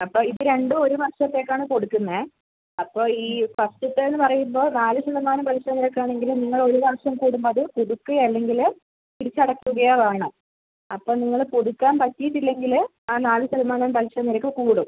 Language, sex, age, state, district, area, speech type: Malayalam, female, 45-60, Kerala, Wayanad, rural, conversation